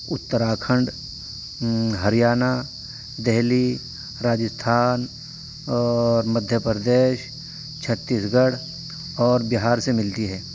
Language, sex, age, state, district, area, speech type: Urdu, male, 30-45, Uttar Pradesh, Saharanpur, urban, spontaneous